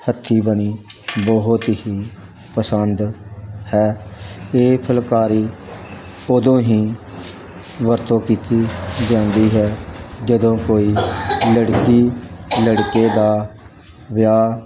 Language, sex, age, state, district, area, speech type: Punjabi, male, 45-60, Punjab, Pathankot, rural, spontaneous